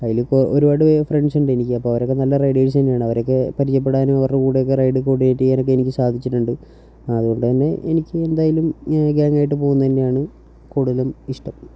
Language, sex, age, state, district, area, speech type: Malayalam, male, 18-30, Kerala, Wayanad, rural, spontaneous